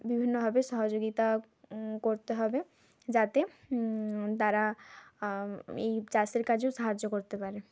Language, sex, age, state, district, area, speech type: Bengali, female, 18-30, West Bengal, Bankura, rural, spontaneous